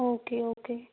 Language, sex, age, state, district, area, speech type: Gujarati, female, 18-30, Gujarat, Ahmedabad, rural, conversation